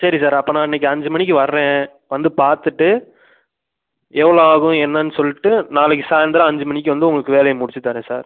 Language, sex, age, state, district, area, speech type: Tamil, male, 18-30, Tamil Nadu, Pudukkottai, rural, conversation